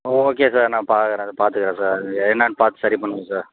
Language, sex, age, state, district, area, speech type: Tamil, male, 30-45, Tamil Nadu, Nagapattinam, rural, conversation